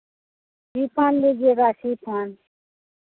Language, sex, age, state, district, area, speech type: Hindi, female, 45-60, Bihar, Madhepura, rural, conversation